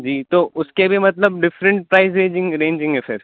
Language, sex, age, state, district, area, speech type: Urdu, male, 18-30, Uttar Pradesh, Rampur, urban, conversation